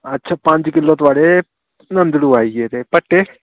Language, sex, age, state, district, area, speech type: Dogri, male, 30-45, Jammu and Kashmir, Udhampur, rural, conversation